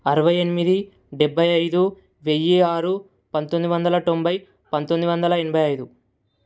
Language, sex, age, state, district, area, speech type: Telugu, male, 18-30, Telangana, Medak, rural, spontaneous